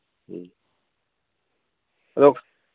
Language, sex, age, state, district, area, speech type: Manipuri, male, 45-60, Manipur, Imphal East, rural, conversation